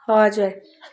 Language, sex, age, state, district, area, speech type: Nepali, female, 30-45, West Bengal, Darjeeling, rural, spontaneous